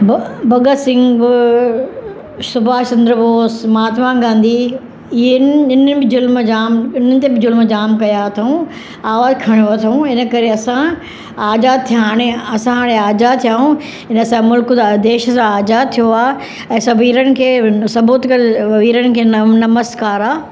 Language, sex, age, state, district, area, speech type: Sindhi, female, 60+, Maharashtra, Mumbai Suburban, rural, spontaneous